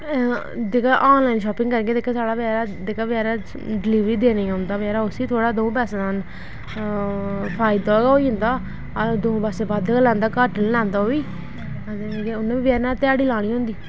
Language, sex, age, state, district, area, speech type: Dogri, female, 18-30, Jammu and Kashmir, Reasi, rural, spontaneous